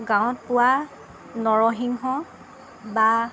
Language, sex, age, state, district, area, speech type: Assamese, female, 30-45, Assam, Lakhimpur, rural, spontaneous